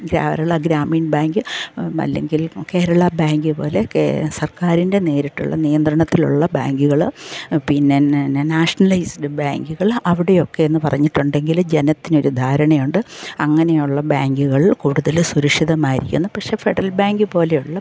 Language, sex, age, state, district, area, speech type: Malayalam, female, 60+, Kerala, Pathanamthitta, rural, spontaneous